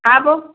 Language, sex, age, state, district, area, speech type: Odia, female, 60+, Odisha, Gajapati, rural, conversation